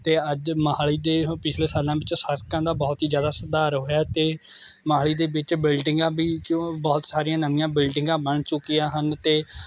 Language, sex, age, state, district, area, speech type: Punjabi, male, 18-30, Punjab, Mohali, rural, spontaneous